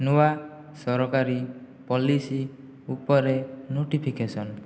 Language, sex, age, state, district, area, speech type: Odia, male, 18-30, Odisha, Jajpur, rural, read